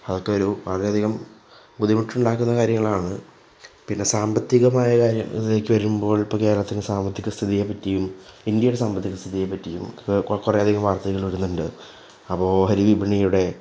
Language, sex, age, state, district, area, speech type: Malayalam, male, 18-30, Kerala, Thrissur, urban, spontaneous